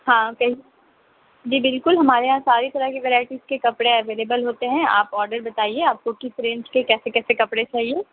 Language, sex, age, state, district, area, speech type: Urdu, female, 18-30, Bihar, Gaya, urban, conversation